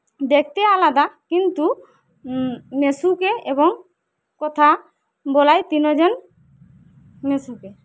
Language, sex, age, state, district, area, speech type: Bengali, female, 18-30, West Bengal, Jhargram, rural, spontaneous